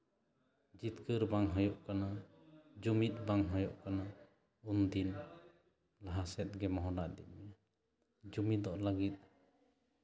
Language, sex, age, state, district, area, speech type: Santali, male, 30-45, West Bengal, Jhargram, rural, spontaneous